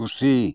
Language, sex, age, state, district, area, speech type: Santali, male, 60+, West Bengal, Bankura, rural, read